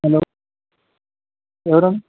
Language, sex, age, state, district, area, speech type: Telugu, male, 30-45, Telangana, Kamareddy, urban, conversation